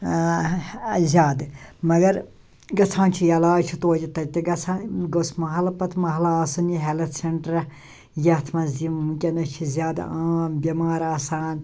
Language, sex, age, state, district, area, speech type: Kashmiri, female, 60+, Jammu and Kashmir, Srinagar, urban, spontaneous